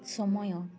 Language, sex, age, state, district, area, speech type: Odia, female, 18-30, Odisha, Mayurbhanj, rural, read